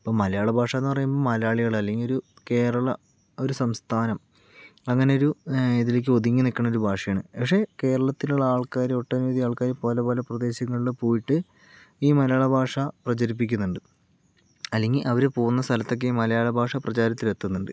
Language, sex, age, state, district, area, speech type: Malayalam, male, 45-60, Kerala, Palakkad, rural, spontaneous